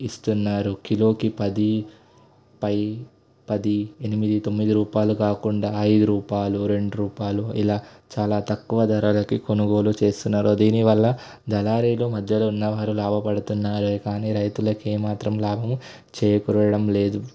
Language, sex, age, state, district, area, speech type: Telugu, male, 18-30, Telangana, Sangareddy, urban, spontaneous